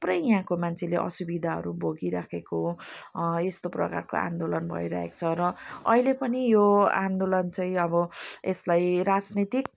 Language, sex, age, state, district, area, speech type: Nepali, female, 45-60, West Bengal, Jalpaiguri, urban, spontaneous